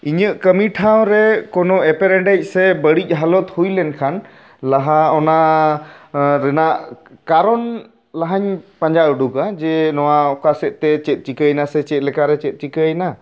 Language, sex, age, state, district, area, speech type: Santali, male, 18-30, West Bengal, Bankura, rural, spontaneous